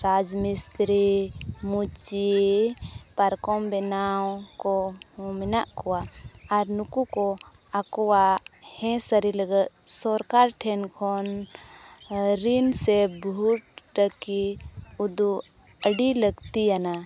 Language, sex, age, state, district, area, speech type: Santali, female, 18-30, Jharkhand, Seraikela Kharsawan, rural, spontaneous